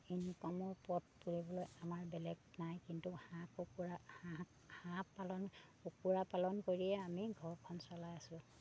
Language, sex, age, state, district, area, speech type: Assamese, female, 30-45, Assam, Sivasagar, rural, spontaneous